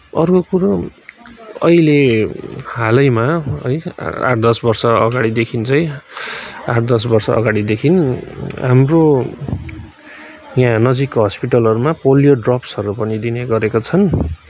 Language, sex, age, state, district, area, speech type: Nepali, male, 30-45, West Bengal, Kalimpong, rural, spontaneous